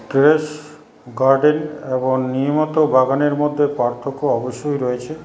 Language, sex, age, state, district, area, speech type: Bengali, male, 45-60, West Bengal, Paschim Bardhaman, urban, spontaneous